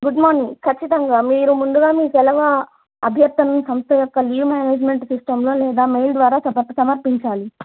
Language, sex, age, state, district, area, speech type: Telugu, female, 18-30, Andhra Pradesh, Sri Satya Sai, urban, conversation